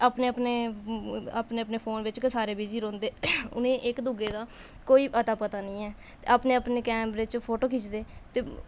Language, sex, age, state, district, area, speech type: Dogri, female, 18-30, Jammu and Kashmir, Kathua, rural, spontaneous